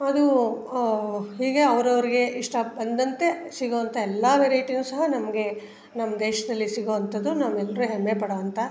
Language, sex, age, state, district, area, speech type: Kannada, female, 60+, Karnataka, Mandya, rural, spontaneous